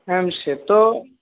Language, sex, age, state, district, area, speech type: Bengali, male, 30-45, West Bengal, Purulia, urban, conversation